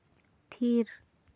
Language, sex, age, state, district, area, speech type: Santali, female, 18-30, Jharkhand, Seraikela Kharsawan, rural, read